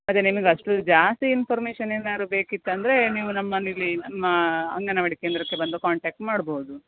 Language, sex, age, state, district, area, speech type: Kannada, female, 30-45, Karnataka, Dakshina Kannada, rural, conversation